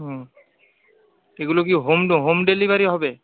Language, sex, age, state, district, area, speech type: Bengali, male, 18-30, West Bengal, Darjeeling, urban, conversation